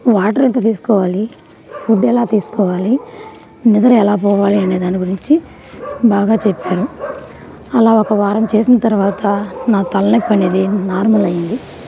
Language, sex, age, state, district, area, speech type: Telugu, female, 30-45, Andhra Pradesh, Nellore, rural, spontaneous